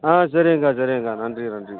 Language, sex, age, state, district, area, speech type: Tamil, male, 60+, Tamil Nadu, Pudukkottai, rural, conversation